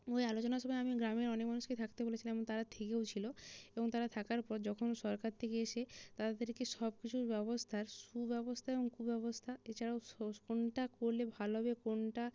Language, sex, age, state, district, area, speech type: Bengali, female, 18-30, West Bengal, Jalpaiguri, rural, spontaneous